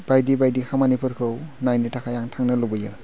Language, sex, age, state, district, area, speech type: Bodo, male, 18-30, Assam, Udalguri, rural, spontaneous